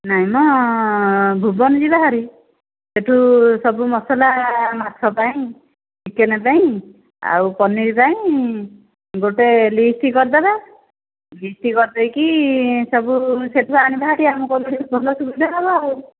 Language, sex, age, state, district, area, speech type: Odia, female, 45-60, Odisha, Dhenkanal, rural, conversation